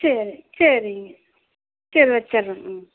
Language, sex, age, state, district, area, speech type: Tamil, female, 45-60, Tamil Nadu, Namakkal, rural, conversation